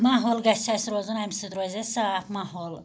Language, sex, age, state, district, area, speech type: Kashmiri, female, 30-45, Jammu and Kashmir, Anantnag, rural, spontaneous